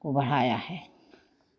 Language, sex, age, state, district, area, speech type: Hindi, female, 60+, Madhya Pradesh, Jabalpur, urban, spontaneous